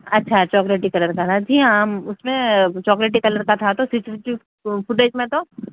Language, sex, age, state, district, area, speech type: Urdu, female, 30-45, Telangana, Hyderabad, urban, conversation